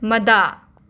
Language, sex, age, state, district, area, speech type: Manipuri, female, 45-60, Manipur, Imphal West, urban, read